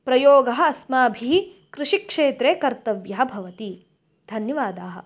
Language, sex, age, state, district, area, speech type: Sanskrit, female, 18-30, Karnataka, Uttara Kannada, rural, spontaneous